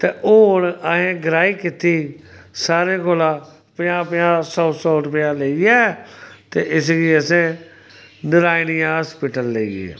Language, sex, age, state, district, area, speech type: Dogri, male, 45-60, Jammu and Kashmir, Samba, rural, spontaneous